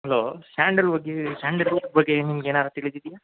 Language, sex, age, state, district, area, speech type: Kannada, male, 45-60, Karnataka, Mysore, rural, conversation